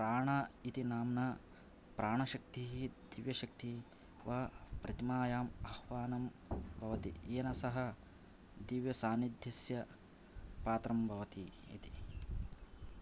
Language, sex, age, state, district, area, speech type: Sanskrit, male, 18-30, Karnataka, Yadgir, urban, spontaneous